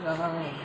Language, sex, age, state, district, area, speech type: Bengali, male, 18-30, West Bengal, Uttar Dinajpur, rural, spontaneous